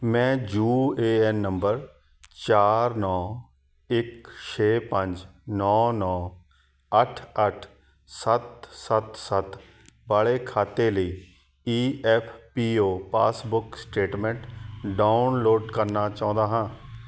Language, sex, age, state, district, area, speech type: Punjabi, male, 30-45, Punjab, Shaheed Bhagat Singh Nagar, urban, read